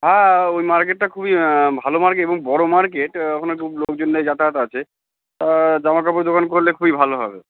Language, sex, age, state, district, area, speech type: Bengali, male, 30-45, West Bengal, Uttar Dinajpur, urban, conversation